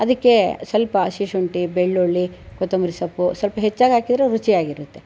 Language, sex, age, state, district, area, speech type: Kannada, female, 60+, Karnataka, Chitradurga, rural, spontaneous